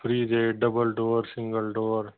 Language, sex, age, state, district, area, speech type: Marathi, male, 30-45, Maharashtra, Osmanabad, rural, conversation